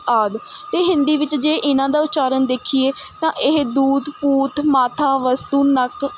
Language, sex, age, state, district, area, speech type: Punjabi, female, 30-45, Punjab, Mohali, urban, spontaneous